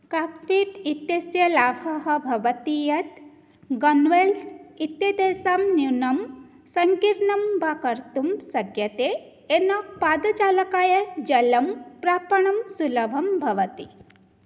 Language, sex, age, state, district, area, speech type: Sanskrit, female, 18-30, Odisha, Cuttack, rural, read